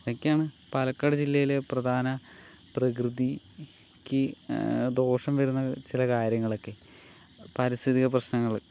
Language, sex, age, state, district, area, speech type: Malayalam, male, 18-30, Kerala, Palakkad, rural, spontaneous